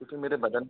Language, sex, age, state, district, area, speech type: Hindi, male, 18-30, Uttar Pradesh, Bhadohi, urban, conversation